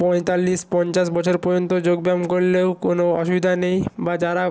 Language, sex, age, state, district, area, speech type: Bengali, male, 18-30, West Bengal, Purba Medinipur, rural, spontaneous